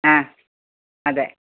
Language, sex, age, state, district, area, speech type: Malayalam, female, 60+, Kerala, Kasaragod, urban, conversation